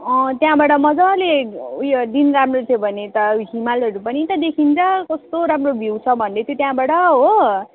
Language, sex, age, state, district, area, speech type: Nepali, female, 18-30, West Bengal, Darjeeling, rural, conversation